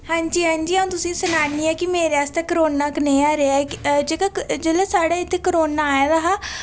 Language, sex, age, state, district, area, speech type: Dogri, female, 18-30, Jammu and Kashmir, Udhampur, rural, spontaneous